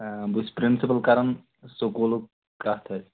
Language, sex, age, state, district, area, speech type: Kashmiri, male, 30-45, Jammu and Kashmir, Shopian, rural, conversation